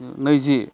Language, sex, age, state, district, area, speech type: Bodo, male, 45-60, Assam, Kokrajhar, rural, spontaneous